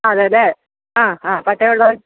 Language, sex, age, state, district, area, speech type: Malayalam, female, 30-45, Kerala, Idukki, rural, conversation